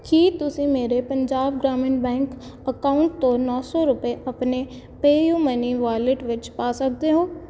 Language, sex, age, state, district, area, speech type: Punjabi, female, 18-30, Punjab, Kapurthala, urban, read